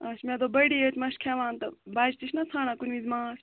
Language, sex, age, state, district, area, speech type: Kashmiri, female, 30-45, Jammu and Kashmir, Ganderbal, rural, conversation